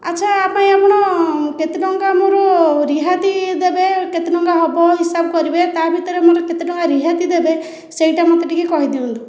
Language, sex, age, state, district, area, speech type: Odia, female, 30-45, Odisha, Khordha, rural, spontaneous